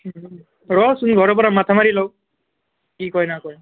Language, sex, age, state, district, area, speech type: Assamese, male, 18-30, Assam, Barpeta, rural, conversation